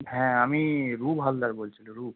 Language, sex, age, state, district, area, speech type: Bengali, male, 18-30, West Bengal, Howrah, urban, conversation